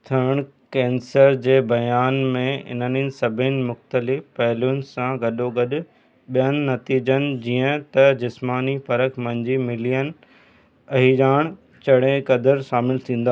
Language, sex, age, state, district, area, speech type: Sindhi, male, 30-45, Gujarat, Surat, urban, read